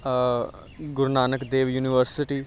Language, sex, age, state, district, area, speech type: Punjabi, male, 18-30, Punjab, Bathinda, urban, spontaneous